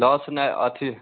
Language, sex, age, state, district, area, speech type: Hindi, male, 18-30, Bihar, Vaishali, rural, conversation